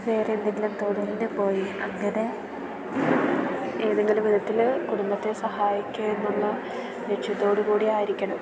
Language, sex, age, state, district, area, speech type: Malayalam, female, 18-30, Kerala, Idukki, rural, spontaneous